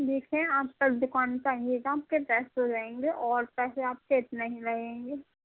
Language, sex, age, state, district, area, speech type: Urdu, female, 18-30, Uttar Pradesh, Gautam Buddha Nagar, rural, conversation